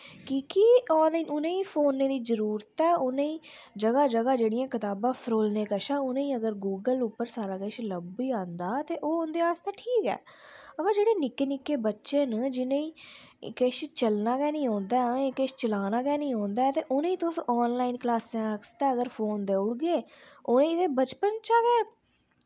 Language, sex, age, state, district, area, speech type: Dogri, female, 18-30, Jammu and Kashmir, Udhampur, rural, spontaneous